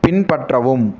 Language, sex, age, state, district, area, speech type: Tamil, male, 18-30, Tamil Nadu, Namakkal, rural, read